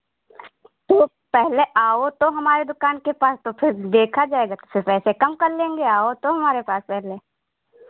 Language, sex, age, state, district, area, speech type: Hindi, female, 45-60, Uttar Pradesh, Lucknow, rural, conversation